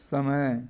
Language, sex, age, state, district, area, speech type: Maithili, male, 60+, Bihar, Muzaffarpur, urban, read